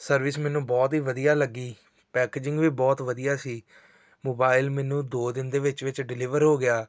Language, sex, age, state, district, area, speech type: Punjabi, male, 18-30, Punjab, Tarn Taran, urban, spontaneous